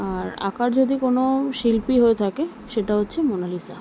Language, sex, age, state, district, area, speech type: Bengali, female, 30-45, West Bengal, Kolkata, urban, spontaneous